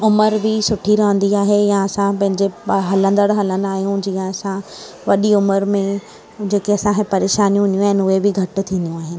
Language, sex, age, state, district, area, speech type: Sindhi, female, 30-45, Maharashtra, Mumbai Suburban, urban, spontaneous